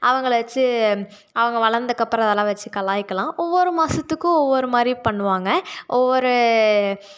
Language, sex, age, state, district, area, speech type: Tamil, female, 18-30, Tamil Nadu, Salem, urban, spontaneous